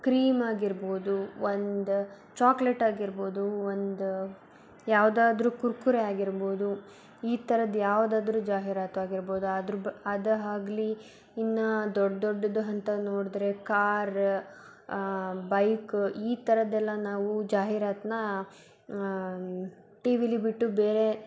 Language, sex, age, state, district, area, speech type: Kannada, female, 18-30, Karnataka, Davanagere, urban, spontaneous